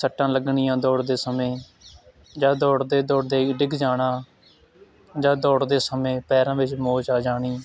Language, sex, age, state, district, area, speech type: Punjabi, male, 18-30, Punjab, Shaheed Bhagat Singh Nagar, rural, spontaneous